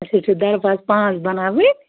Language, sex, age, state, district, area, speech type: Kashmiri, female, 30-45, Jammu and Kashmir, Bandipora, rural, conversation